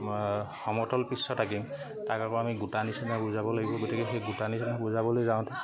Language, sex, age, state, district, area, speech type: Assamese, male, 30-45, Assam, Lakhimpur, rural, spontaneous